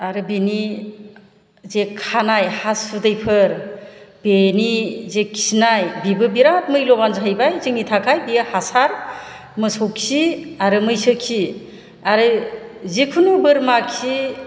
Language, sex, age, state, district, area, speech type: Bodo, female, 45-60, Assam, Chirang, rural, spontaneous